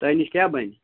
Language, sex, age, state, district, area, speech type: Kashmiri, male, 18-30, Jammu and Kashmir, Budgam, rural, conversation